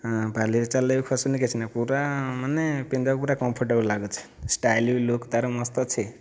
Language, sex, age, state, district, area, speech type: Odia, male, 60+, Odisha, Kandhamal, rural, spontaneous